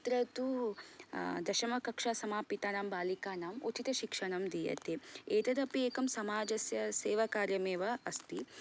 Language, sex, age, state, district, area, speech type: Sanskrit, female, 18-30, Karnataka, Belgaum, urban, spontaneous